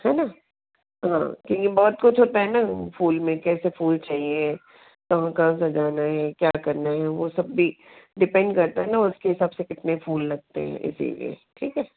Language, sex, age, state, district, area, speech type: Hindi, female, 45-60, Madhya Pradesh, Bhopal, urban, conversation